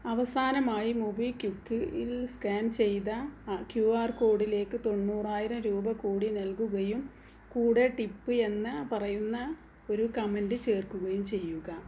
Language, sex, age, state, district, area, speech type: Malayalam, female, 45-60, Kerala, Malappuram, rural, read